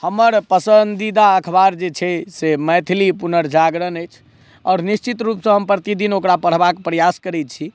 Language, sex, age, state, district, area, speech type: Maithili, male, 18-30, Bihar, Madhubani, rural, spontaneous